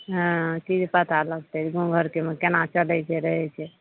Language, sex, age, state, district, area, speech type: Maithili, female, 45-60, Bihar, Madhepura, rural, conversation